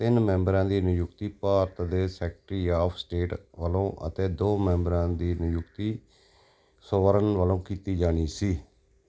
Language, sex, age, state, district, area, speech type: Punjabi, male, 45-60, Punjab, Gurdaspur, urban, read